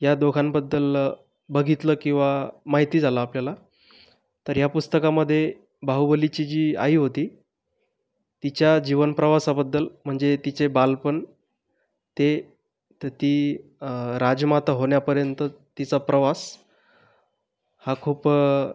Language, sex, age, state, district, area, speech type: Marathi, male, 18-30, Maharashtra, Buldhana, rural, spontaneous